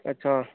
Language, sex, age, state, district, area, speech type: Dogri, male, 18-30, Jammu and Kashmir, Udhampur, rural, conversation